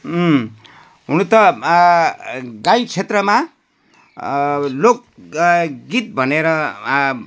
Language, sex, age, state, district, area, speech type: Nepali, male, 60+, West Bengal, Jalpaiguri, urban, spontaneous